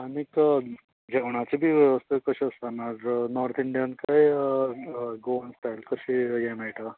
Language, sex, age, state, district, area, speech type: Goan Konkani, male, 45-60, Goa, Canacona, rural, conversation